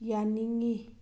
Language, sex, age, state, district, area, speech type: Manipuri, female, 30-45, Manipur, Thoubal, urban, read